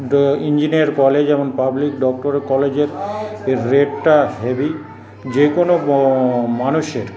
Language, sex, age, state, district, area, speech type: Bengali, male, 45-60, West Bengal, Paschim Bardhaman, urban, spontaneous